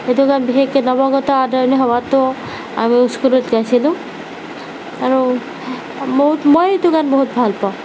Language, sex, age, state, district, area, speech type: Assamese, female, 18-30, Assam, Darrang, rural, spontaneous